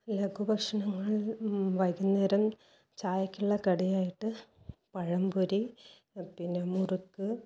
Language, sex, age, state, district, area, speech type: Malayalam, female, 45-60, Kerala, Kasaragod, rural, spontaneous